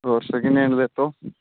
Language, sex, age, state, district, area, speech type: Hindi, male, 18-30, Rajasthan, Nagaur, rural, conversation